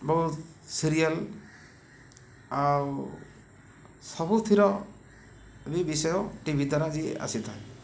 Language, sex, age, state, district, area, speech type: Odia, male, 45-60, Odisha, Ganjam, urban, spontaneous